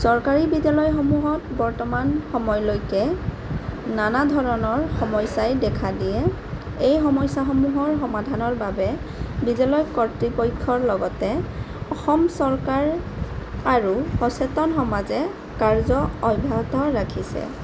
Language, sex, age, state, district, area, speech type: Assamese, female, 18-30, Assam, Sonitpur, rural, spontaneous